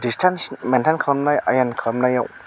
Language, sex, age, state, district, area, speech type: Bodo, male, 30-45, Assam, Chirang, rural, spontaneous